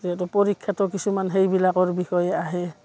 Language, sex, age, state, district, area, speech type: Assamese, female, 45-60, Assam, Udalguri, rural, spontaneous